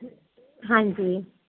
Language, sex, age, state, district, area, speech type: Punjabi, female, 30-45, Punjab, Firozpur, rural, conversation